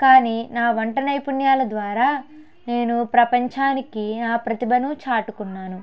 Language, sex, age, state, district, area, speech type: Telugu, female, 18-30, Andhra Pradesh, Konaseema, rural, spontaneous